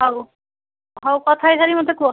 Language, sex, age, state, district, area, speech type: Odia, female, 18-30, Odisha, Kendujhar, urban, conversation